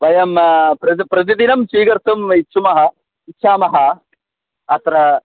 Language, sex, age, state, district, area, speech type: Sanskrit, male, 45-60, Kerala, Kollam, rural, conversation